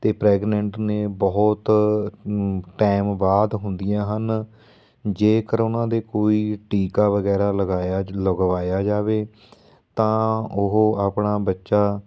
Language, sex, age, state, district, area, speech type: Punjabi, male, 30-45, Punjab, Fatehgarh Sahib, urban, spontaneous